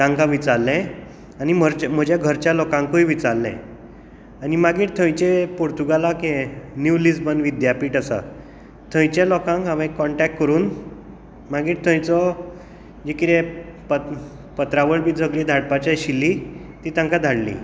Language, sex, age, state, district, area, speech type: Goan Konkani, male, 30-45, Goa, Tiswadi, rural, spontaneous